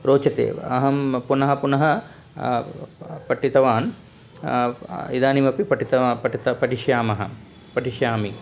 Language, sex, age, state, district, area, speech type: Sanskrit, male, 45-60, Telangana, Ranga Reddy, urban, spontaneous